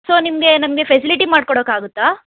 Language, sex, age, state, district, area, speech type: Kannada, female, 60+, Karnataka, Chikkaballapur, urban, conversation